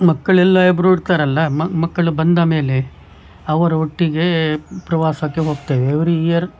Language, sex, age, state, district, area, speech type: Kannada, male, 60+, Karnataka, Udupi, rural, spontaneous